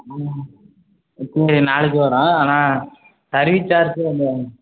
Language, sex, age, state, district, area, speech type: Tamil, male, 30-45, Tamil Nadu, Sivaganga, rural, conversation